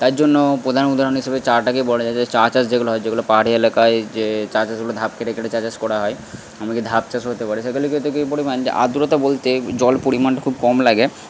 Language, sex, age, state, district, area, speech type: Bengali, male, 45-60, West Bengal, Purba Bardhaman, rural, spontaneous